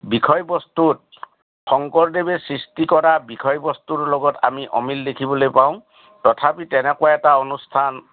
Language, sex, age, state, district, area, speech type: Assamese, male, 60+, Assam, Udalguri, urban, conversation